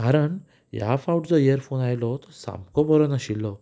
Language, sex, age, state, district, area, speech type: Goan Konkani, male, 18-30, Goa, Ponda, rural, spontaneous